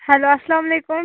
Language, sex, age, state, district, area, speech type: Kashmiri, female, 18-30, Jammu and Kashmir, Baramulla, rural, conversation